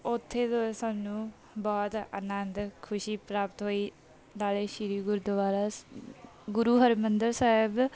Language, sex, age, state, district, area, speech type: Punjabi, female, 30-45, Punjab, Bathinda, urban, spontaneous